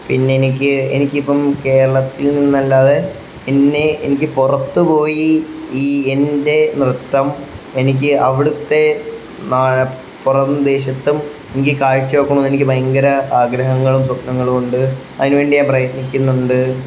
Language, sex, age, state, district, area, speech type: Malayalam, male, 30-45, Kerala, Wayanad, rural, spontaneous